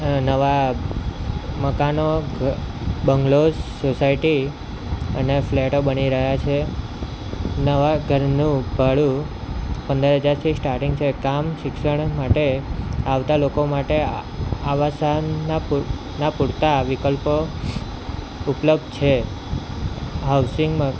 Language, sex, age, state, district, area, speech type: Gujarati, male, 18-30, Gujarat, Kheda, rural, spontaneous